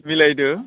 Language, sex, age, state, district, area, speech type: Bodo, male, 45-60, Assam, Udalguri, urban, conversation